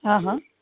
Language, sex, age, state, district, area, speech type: Gujarati, female, 60+, Gujarat, Surat, urban, conversation